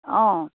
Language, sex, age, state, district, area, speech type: Assamese, female, 30-45, Assam, Dibrugarh, urban, conversation